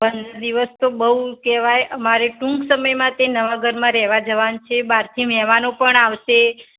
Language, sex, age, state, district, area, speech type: Gujarati, female, 45-60, Gujarat, Mehsana, rural, conversation